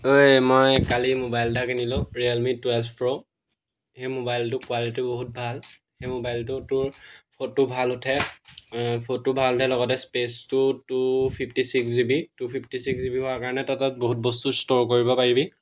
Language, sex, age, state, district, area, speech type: Assamese, male, 18-30, Assam, Jorhat, urban, spontaneous